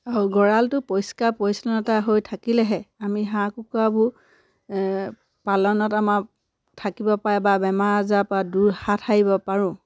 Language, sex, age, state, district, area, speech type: Assamese, female, 30-45, Assam, Sivasagar, rural, spontaneous